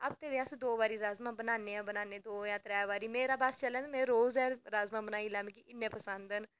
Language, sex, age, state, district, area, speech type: Dogri, female, 18-30, Jammu and Kashmir, Reasi, rural, spontaneous